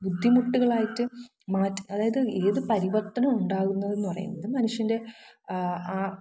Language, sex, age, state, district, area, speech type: Malayalam, female, 18-30, Kerala, Thiruvananthapuram, rural, spontaneous